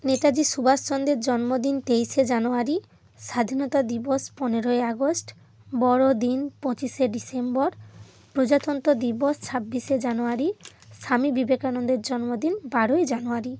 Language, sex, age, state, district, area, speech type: Bengali, female, 30-45, West Bengal, North 24 Parganas, rural, spontaneous